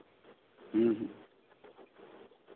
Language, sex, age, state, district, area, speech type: Santali, male, 45-60, West Bengal, Birbhum, rural, conversation